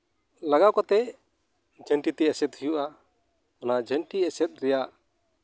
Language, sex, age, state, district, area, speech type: Santali, male, 30-45, West Bengal, Uttar Dinajpur, rural, spontaneous